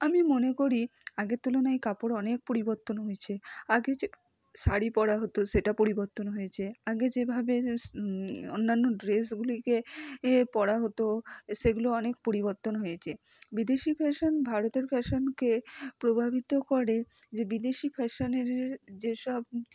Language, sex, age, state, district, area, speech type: Bengali, female, 60+, West Bengal, Purba Bardhaman, urban, spontaneous